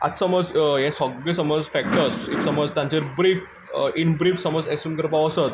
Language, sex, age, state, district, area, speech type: Goan Konkani, male, 18-30, Goa, Quepem, rural, spontaneous